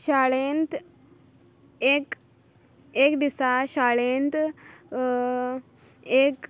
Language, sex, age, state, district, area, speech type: Goan Konkani, female, 18-30, Goa, Quepem, rural, spontaneous